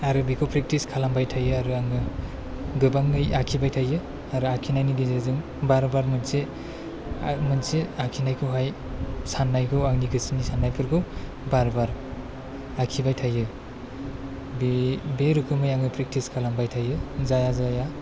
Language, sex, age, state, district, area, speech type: Bodo, male, 18-30, Assam, Chirang, urban, spontaneous